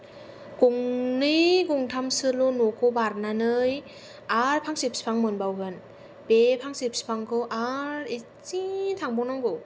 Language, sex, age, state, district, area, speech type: Bodo, female, 18-30, Assam, Kokrajhar, rural, spontaneous